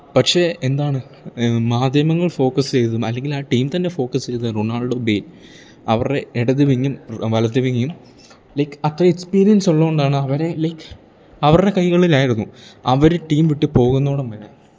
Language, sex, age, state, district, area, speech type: Malayalam, male, 18-30, Kerala, Idukki, rural, spontaneous